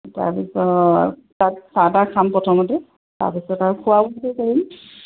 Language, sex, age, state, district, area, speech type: Assamese, female, 30-45, Assam, Charaideo, rural, conversation